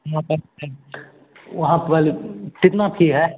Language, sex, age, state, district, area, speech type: Hindi, male, 18-30, Bihar, Begusarai, rural, conversation